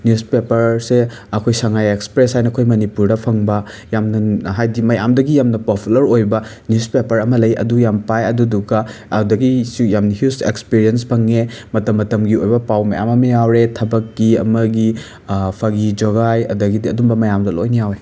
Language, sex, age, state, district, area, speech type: Manipuri, male, 45-60, Manipur, Imphal East, urban, spontaneous